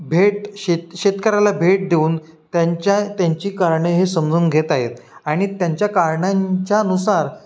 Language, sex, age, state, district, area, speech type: Marathi, male, 18-30, Maharashtra, Ratnagiri, rural, spontaneous